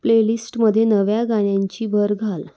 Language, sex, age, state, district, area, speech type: Marathi, female, 18-30, Maharashtra, Wardha, urban, read